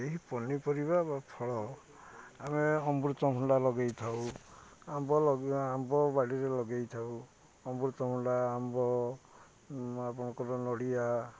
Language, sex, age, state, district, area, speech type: Odia, male, 30-45, Odisha, Jagatsinghpur, urban, spontaneous